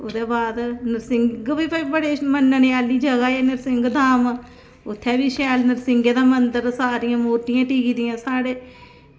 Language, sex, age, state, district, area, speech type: Dogri, female, 45-60, Jammu and Kashmir, Samba, rural, spontaneous